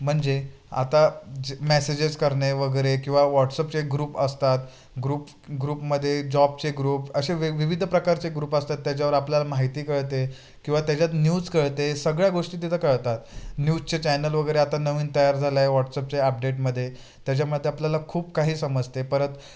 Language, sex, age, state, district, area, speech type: Marathi, male, 18-30, Maharashtra, Ratnagiri, rural, spontaneous